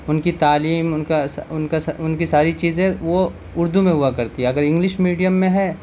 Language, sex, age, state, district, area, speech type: Urdu, male, 30-45, Delhi, South Delhi, urban, spontaneous